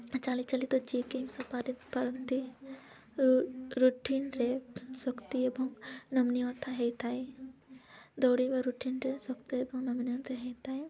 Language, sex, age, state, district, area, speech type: Odia, female, 18-30, Odisha, Nabarangpur, urban, spontaneous